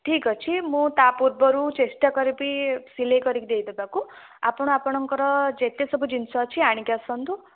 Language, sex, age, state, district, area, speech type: Odia, female, 18-30, Odisha, Nayagarh, rural, conversation